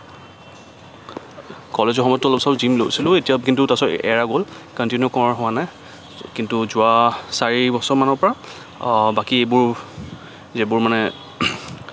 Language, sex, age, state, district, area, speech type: Assamese, male, 18-30, Assam, Kamrup Metropolitan, urban, spontaneous